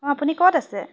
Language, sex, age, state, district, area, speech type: Assamese, female, 18-30, Assam, Biswanath, rural, spontaneous